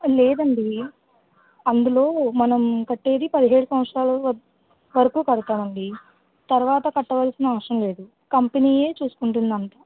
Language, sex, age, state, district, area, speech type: Telugu, female, 60+, Andhra Pradesh, West Godavari, rural, conversation